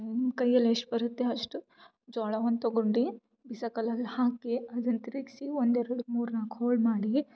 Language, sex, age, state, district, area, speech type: Kannada, female, 18-30, Karnataka, Gulbarga, urban, spontaneous